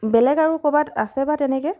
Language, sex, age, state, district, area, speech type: Assamese, female, 30-45, Assam, Sivasagar, rural, spontaneous